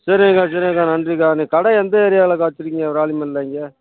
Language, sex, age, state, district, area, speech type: Tamil, male, 60+, Tamil Nadu, Pudukkottai, rural, conversation